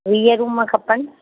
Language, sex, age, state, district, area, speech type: Sindhi, female, 45-60, Gujarat, Kutch, urban, conversation